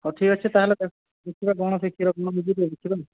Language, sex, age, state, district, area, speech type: Odia, male, 18-30, Odisha, Boudh, rural, conversation